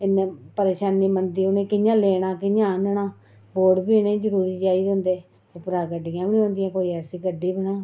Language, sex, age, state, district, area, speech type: Dogri, female, 30-45, Jammu and Kashmir, Reasi, rural, spontaneous